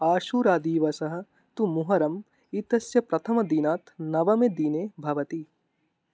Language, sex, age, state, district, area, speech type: Sanskrit, male, 18-30, Odisha, Mayurbhanj, rural, read